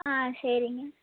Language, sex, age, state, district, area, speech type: Tamil, female, 18-30, Tamil Nadu, Erode, rural, conversation